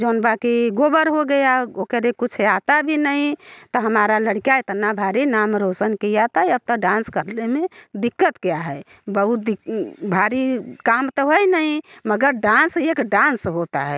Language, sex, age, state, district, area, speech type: Hindi, female, 60+, Uttar Pradesh, Bhadohi, rural, spontaneous